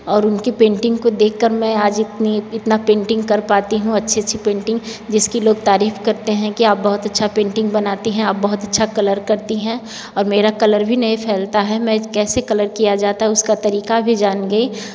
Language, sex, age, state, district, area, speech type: Hindi, female, 45-60, Uttar Pradesh, Varanasi, rural, spontaneous